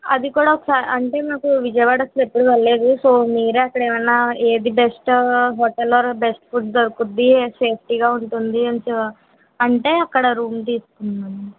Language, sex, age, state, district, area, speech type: Telugu, female, 45-60, Andhra Pradesh, Kakinada, urban, conversation